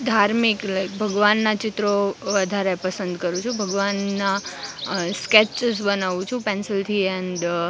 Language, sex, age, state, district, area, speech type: Gujarati, female, 18-30, Gujarat, Rajkot, urban, spontaneous